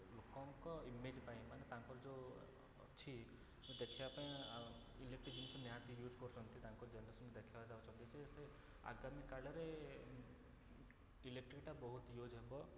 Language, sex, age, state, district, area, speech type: Odia, male, 30-45, Odisha, Cuttack, urban, spontaneous